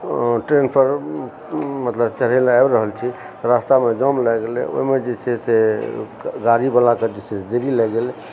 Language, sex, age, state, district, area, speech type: Maithili, male, 45-60, Bihar, Supaul, rural, spontaneous